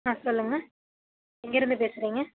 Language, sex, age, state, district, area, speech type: Tamil, female, 45-60, Tamil Nadu, Tiruvarur, rural, conversation